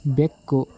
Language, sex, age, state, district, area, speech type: Kannada, male, 18-30, Karnataka, Chitradurga, rural, read